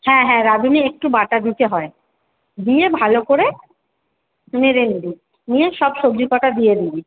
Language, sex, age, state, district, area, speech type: Bengali, female, 30-45, West Bengal, Kolkata, urban, conversation